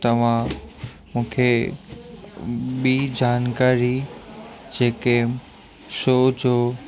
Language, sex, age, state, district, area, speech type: Sindhi, male, 18-30, Gujarat, Kutch, urban, spontaneous